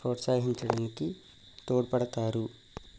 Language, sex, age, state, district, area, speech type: Telugu, male, 18-30, Andhra Pradesh, Eluru, urban, spontaneous